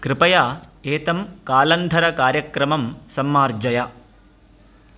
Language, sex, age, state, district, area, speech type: Sanskrit, male, 30-45, Karnataka, Dakshina Kannada, rural, read